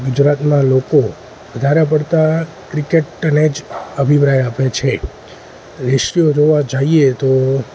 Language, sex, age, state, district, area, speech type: Gujarati, male, 18-30, Gujarat, Junagadh, rural, spontaneous